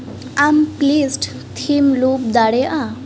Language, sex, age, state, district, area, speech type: Santali, female, 18-30, West Bengal, Malda, rural, read